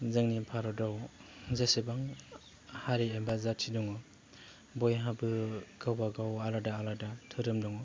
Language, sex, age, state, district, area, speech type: Bodo, male, 30-45, Assam, Baksa, urban, spontaneous